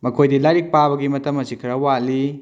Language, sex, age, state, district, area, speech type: Manipuri, male, 30-45, Manipur, Kakching, rural, spontaneous